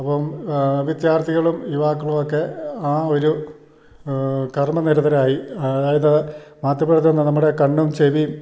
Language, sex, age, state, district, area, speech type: Malayalam, male, 60+, Kerala, Idukki, rural, spontaneous